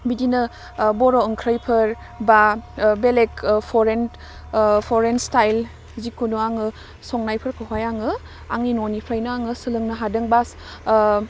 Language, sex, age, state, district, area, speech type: Bodo, female, 18-30, Assam, Udalguri, urban, spontaneous